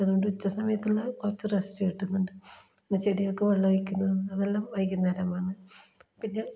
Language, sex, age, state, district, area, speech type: Malayalam, female, 30-45, Kerala, Kasaragod, rural, spontaneous